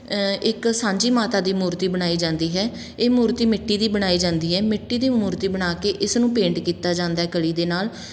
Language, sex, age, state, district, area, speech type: Punjabi, female, 18-30, Punjab, Patiala, rural, spontaneous